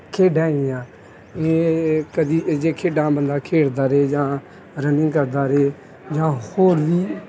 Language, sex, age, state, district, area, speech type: Punjabi, male, 18-30, Punjab, Pathankot, rural, spontaneous